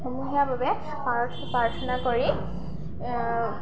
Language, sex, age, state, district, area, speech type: Assamese, female, 18-30, Assam, Sivasagar, rural, spontaneous